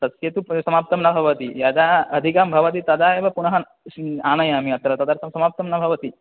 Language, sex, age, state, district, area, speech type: Sanskrit, male, 18-30, West Bengal, Cooch Behar, rural, conversation